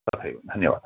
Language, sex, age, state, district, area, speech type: Sanskrit, male, 45-60, Telangana, Ranga Reddy, urban, conversation